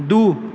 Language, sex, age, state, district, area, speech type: Maithili, male, 18-30, Bihar, Purnia, urban, read